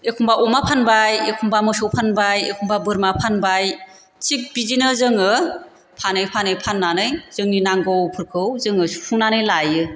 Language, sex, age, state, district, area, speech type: Bodo, female, 45-60, Assam, Chirang, rural, spontaneous